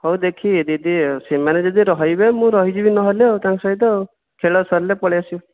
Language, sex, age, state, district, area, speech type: Odia, male, 18-30, Odisha, Jajpur, rural, conversation